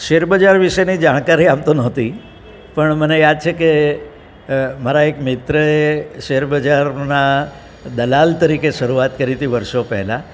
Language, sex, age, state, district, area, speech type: Gujarati, male, 60+, Gujarat, Surat, urban, spontaneous